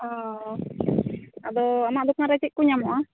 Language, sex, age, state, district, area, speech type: Santali, female, 18-30, West Bengal, Malda, rural, conversation